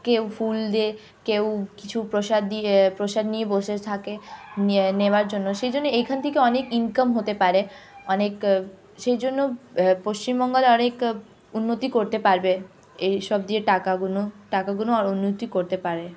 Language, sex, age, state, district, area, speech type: Bengali, female, 18-30, West Bengal, Hooghly, urban, spontaneous